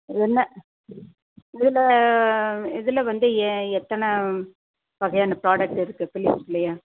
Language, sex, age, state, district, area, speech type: Tamil, female, 60+, Tamil Nadu, Erode, urban, conversation